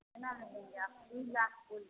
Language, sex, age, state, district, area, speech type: Hindi, female, 18-30, Bihar, Samastipur, rural, conversation